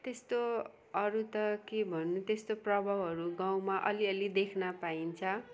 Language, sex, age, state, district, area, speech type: Nepali, female, 45-60, West Bengal, Darjeeling, rural, spontaneous